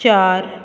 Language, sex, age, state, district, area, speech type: Goan Konkani, female, 18-30, Goa, Quepem, rural, read